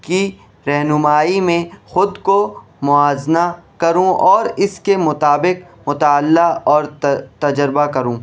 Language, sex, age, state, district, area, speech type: Urdu, male, 18-30, Delhi, East Delhi, urban, spontaneous